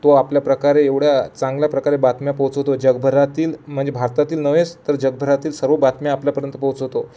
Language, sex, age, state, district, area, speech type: Marathi, male, 18-30, Maharashtra, Amravati, urban, spontaneous